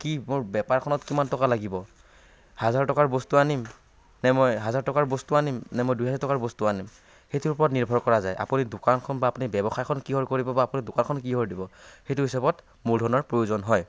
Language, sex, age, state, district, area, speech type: Assamese, male, 18-30, Assam, Kamrup Metropolitan, rural, spontaneous